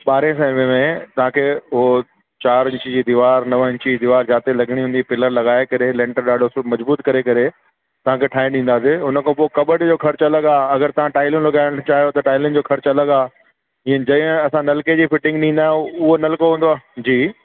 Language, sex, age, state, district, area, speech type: Sindhi, male, 45-60, Delhi, South Delhi, urban, conversation